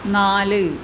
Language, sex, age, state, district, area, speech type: Malayalam, female, 45-60, Kerala, Malappuram, urban, read